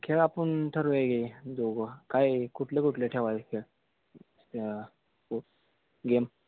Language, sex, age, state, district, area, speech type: Marathi, male, 18-30, Maharashtra, Sangli, rural, conversation